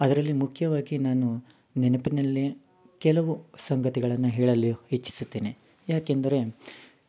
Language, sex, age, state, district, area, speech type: Kannada, male, 30-45, Karnataka, Mysore, urban, spontaneous